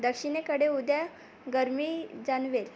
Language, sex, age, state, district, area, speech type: Marathi, female, 18-30, Maharashtra, Amravati, urban, read